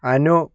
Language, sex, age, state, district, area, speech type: Malayalam, male, 18-30, Kerala, Kozhikode, urban, spontaneous